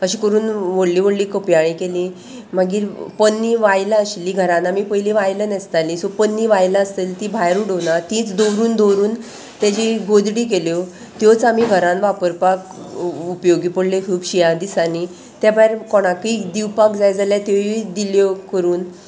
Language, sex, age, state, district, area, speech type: Goan Konkani, female, 45-60, Goa, Salcete, urban, spontaneous